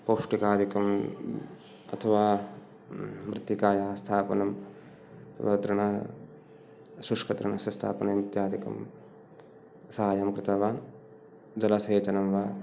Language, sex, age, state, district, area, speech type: Sanskrit, male, 30-45, Karnataka, Uttara Kannada, rural, spontaneous